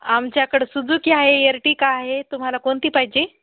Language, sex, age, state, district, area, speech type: Marathi, female, 30-45, Maharashtra, Hingoli, urban, conversation